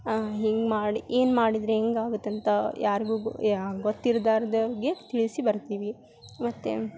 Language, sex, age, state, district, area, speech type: Kannada, female, 18-30, Karnataka, Gadag, urban, spontaneous